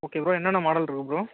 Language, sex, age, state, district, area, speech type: Tamil, male, 30-45, Tamil Nadu, Ariyalur, rural, conversation